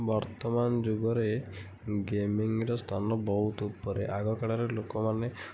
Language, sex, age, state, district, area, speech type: Odia, male, 45-60, Odisha, Kendujhar, urban, spontaneous